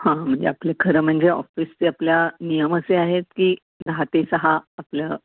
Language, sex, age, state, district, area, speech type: Marathi, female, 60+, Maharashtra, Thane, urban, conversation